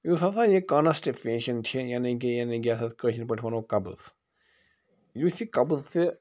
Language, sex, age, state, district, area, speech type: Kashmiri, male, 45-60, Jammu and Kashmir, Bandipora, rural, spontaneous